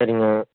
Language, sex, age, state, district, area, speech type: Tamil, male, 18-30, Tamil Nadu, Erode, rural, conversation